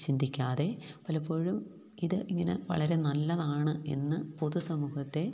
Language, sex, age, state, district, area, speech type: Malayalam, female, 45-60, Kerala, Idukki, rural, spontaneous